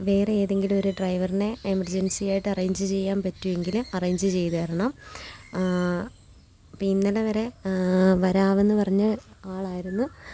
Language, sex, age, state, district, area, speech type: Malayalam, female, 18-30, Kerala, Kollam, rural, spontaneous